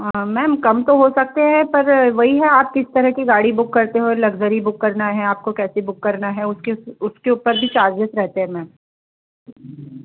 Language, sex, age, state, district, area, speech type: Hindi, female, 30-45, Madhya Pradesh, Betul, urban, conversation